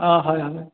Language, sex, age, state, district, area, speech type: Assamese, male, 18-30, Assam, Charaideo, urban, conversation